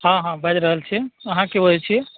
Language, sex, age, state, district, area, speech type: Maithili, male, 30-45, Bihar, Madhubani, rural, conversation